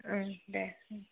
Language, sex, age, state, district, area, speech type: Bodo, female, 18-30, Assam, Udalguri, urban, conversation